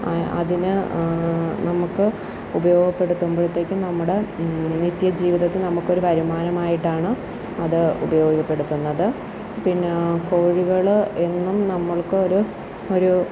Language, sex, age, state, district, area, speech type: Malayalam, female, 30-45, Kerala, Kottayam, rural, spontaneous